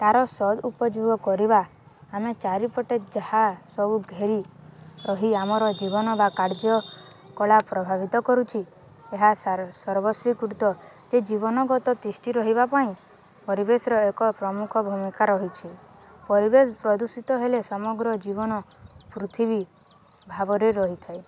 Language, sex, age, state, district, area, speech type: Odia, female, 18-30, Odisha, Balangir, urban, spontaneous